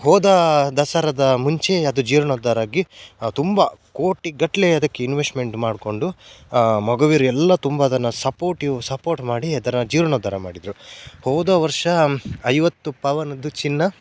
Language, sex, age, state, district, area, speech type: Kannada, male, 30-45, Karnataka, Udupi, rural, spontaneous